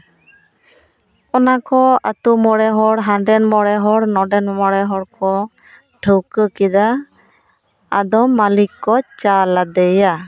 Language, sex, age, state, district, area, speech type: Santali, female, 30-45, West Bengal, Jhargram, rural, spontaneous